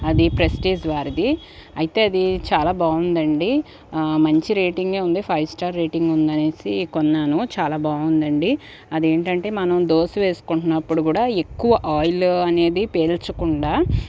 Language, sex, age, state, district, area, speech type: Telugu, female, 30-45, Andhra Pradesh, Guntur, rural, spontaneous